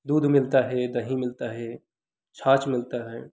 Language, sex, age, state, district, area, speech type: Hindi, male, 30-45, Madhya Pradesh, Ujjain, rural, spontaneous